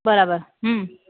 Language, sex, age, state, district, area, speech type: Gujarati, female, 18-30, Gujarat, Ahmedabad, urban, conversation